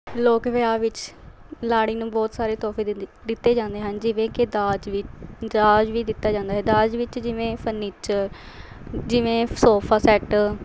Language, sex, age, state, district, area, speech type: Punjabi, female, 18-30, Punjab, Mohali, urban, spontaneous